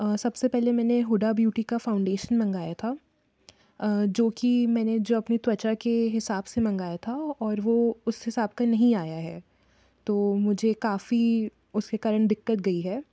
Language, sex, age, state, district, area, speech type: Hindi, female, 30-45, Madhya Pradesh, Jabalpur, urban, spontaneous